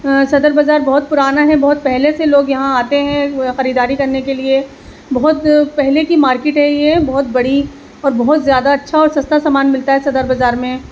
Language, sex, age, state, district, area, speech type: Urdu, female, 30-45, Delhi, East Delhi, rural, spontaneous